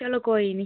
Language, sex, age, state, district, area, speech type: Dogri, female, 18-30, Jammu and Kashmir, Udhampur, rural, conversation